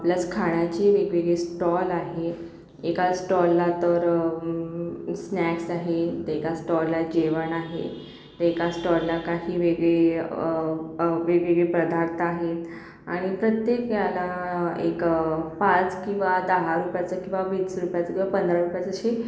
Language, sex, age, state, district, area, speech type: Marathi, female, 30-45, Maharashtra, Akola, urban, spontaneous